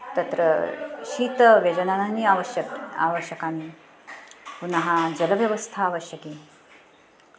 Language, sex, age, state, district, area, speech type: Sanskrit, female, 45-60, Maharashtra, Nagpur, urban, spontaneous